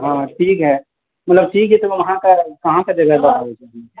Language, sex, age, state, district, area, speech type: Maithili, male, 45-60, Bihar, Purnia, rural, conversation